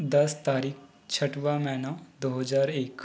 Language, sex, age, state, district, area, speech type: Hindi, male, 45-60, Madhya Pradesh, Balaghat, rural, spontaneous